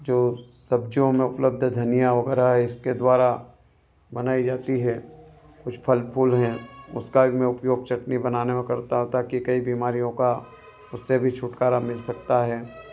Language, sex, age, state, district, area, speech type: Hindi, male, 45-60, Madhya Pradesh, Ujjain, urban, spontaneous